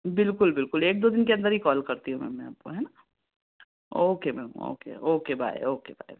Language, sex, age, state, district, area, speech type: Hindi, female, 45-60, Madhya Pradesh, Ujjain, urban, conversation